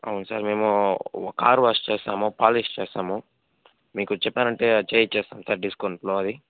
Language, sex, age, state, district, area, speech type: Telugu, male, 30-45, Andhra Pradesh, Chittoor, rural, conversation